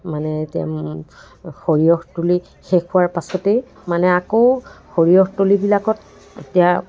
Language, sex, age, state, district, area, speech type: Assamese, female, 60+, Assam, Dibrugarh, rural, spontaneous